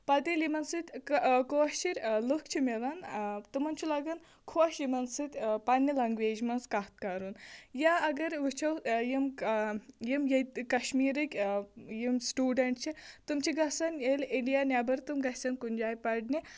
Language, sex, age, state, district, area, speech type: Kashmiri, female, 30-45, Jammu and Kashmir, Shopian, rural, spontaneous